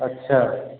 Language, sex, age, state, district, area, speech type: Hindi, male, 30-45, Uttar Pradesh, Sitapur, rural, conversation